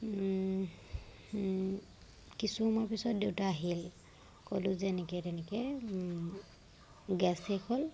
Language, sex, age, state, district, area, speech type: Assamese, female, 18-30, Assam, Jorhat, urban, spontaneous